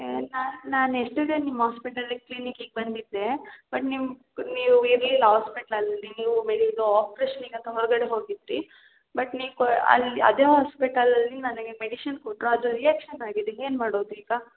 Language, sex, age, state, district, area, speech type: Kannada, female, 18-30, Karnataka, Hassan, rural, conversation